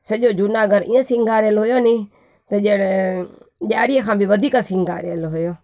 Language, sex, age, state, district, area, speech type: Sindhi, female, 30-45, Gujarat, Junagadh, urban, spontaneous